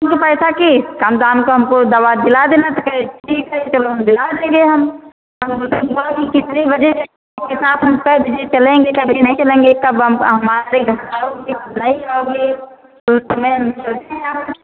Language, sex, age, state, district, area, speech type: Hindi, female, 45-60, Uttar Pradesh, Ayodhya, rural, conversation